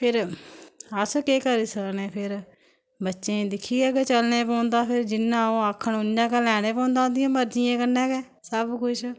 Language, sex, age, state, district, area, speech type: Dogri, female, 30-45, Jammu and Kashmir, Samba, rural, spontaneous